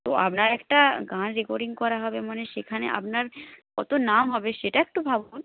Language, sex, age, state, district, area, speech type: Bengali, female, 18-30, West Bengal, Nadia, rural, conversation